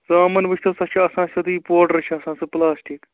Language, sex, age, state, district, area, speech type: Kashmiri, male, 30-45, Jammu and Kashmir, Srinagar, urban, conversation